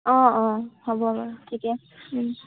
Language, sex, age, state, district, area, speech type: Assamese, female, 18-30, Assam, Dhemaji, urban, conversation